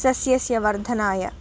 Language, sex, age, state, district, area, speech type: Sanskrit, female, 18-30, Tamil Nadu, Madurai, urban, spontaneous